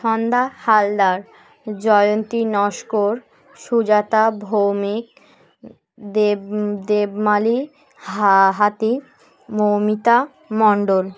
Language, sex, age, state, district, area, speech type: Bengali, female, 18-30, West Bengal, Dakshin Dinajpur, urban, spontaneous